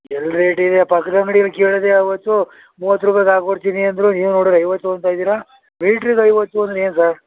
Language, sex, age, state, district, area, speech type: Kannada, male, 60+, Karnataka, Mysore, rural, conversation